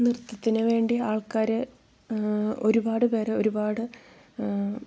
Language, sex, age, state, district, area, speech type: Malayalam, female, 18-30, Kerala, Wayanad, rural, spontaneous